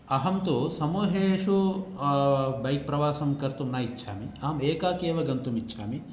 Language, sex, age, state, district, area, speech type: Sanskrit, male, 45-60, Karnataka, Bangalore Urban, urban, spontaneous